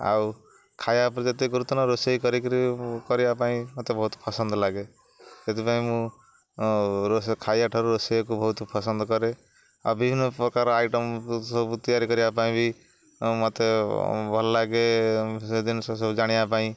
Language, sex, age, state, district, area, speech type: Odia, male, 45-60, Odisha, Jagatsinghpur, rural, spontaneous